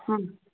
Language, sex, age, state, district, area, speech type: Kannada, female, 45-60, Karnataka, Davanagere, rural, conversation